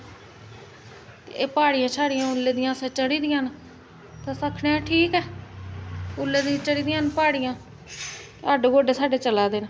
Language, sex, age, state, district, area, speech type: Dogri, female, 30-45, Jammu and Kashmir, Jammu, urban, spontaneous